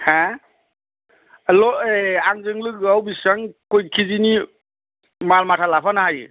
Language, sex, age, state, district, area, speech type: Bodo, male, 60+, Assam, Kokrajhar, urban, conversation